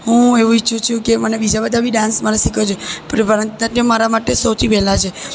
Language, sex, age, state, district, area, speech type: Gujarati, female, 18-30, Gujarat, Surat, rural, spontaneous